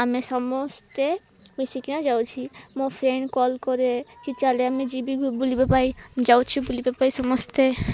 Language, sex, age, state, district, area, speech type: Odia, female, 18-30, Odisha, Malkangiri, urban, spontaneous